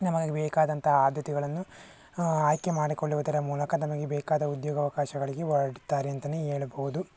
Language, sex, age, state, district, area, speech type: Kannada, male, 18-30, Karnataka, Chikkaballapur, urban, spontaneous